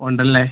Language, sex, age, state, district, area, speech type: Malayalam, male, 18-30, Kerala, Idukki, rural, conversation